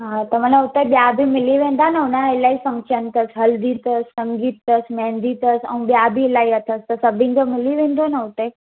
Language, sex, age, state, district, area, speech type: Sindhi, female, 18-30, Gujarat, Surat, urban, conversation